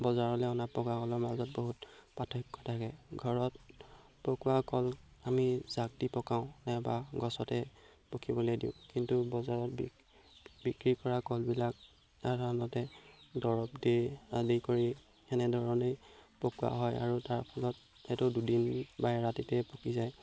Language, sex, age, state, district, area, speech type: Assamese, male, 18-30, Assam, Golaghat, rural, spontaneous